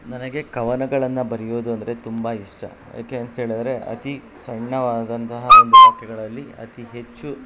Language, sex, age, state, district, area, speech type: Kannada, male, 45-60, Karnataka, Kolar, urban, spontaneous